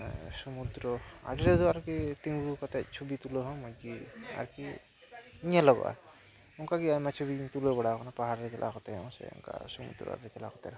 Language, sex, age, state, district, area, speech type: Santali, male, 18-30, West Bengal, Dakshin Dinajpur, rural, spontaneous